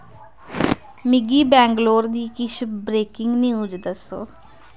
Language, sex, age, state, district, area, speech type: Dogri, female, 18-30, Jammu and Kashmir, Kathua, rural, read